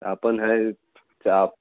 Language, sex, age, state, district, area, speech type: Marathi, male, 18-30, Maharashtra, Amravati, urban, conversation